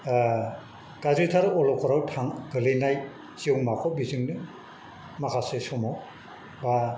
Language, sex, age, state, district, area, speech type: Bodo, male, 60+, Assam, Kokrajhar, rural, spontaneous